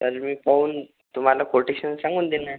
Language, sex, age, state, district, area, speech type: Marathi, male, 18-30, Maharashtra, Akola, rural, conversation